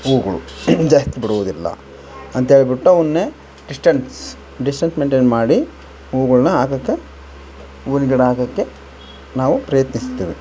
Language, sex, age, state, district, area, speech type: Kannada, male, 30-45, Karnataka, Vijayanagara, rural, spontaneous